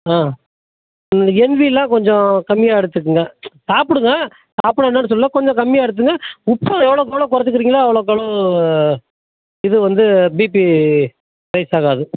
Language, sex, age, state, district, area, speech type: Tamil, male, 45-60, Tamil Nadu, Tiruchirappalli, rural, conversation